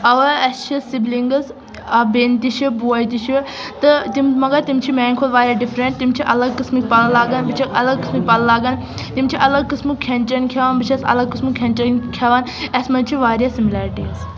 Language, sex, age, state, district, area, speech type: Kashmiri, female, 18-30, Jammu and Kashmir, Kulgam, rural, spontaneous